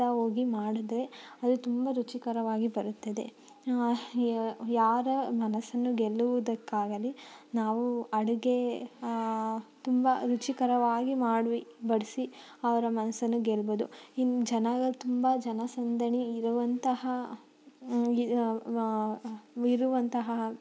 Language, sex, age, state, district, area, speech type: Kannada, female, 30-45, Karnataka, Tumkur, rural, spontaneous